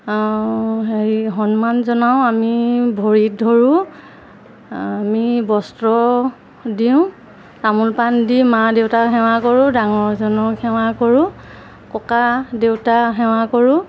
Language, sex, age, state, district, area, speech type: Assamese, female, 45-60, Assam, Golaghat, urban, spontaneous